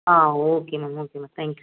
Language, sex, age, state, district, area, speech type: Tamil, female, 30-45, Tamil Nadu, Chennai, urban, conversation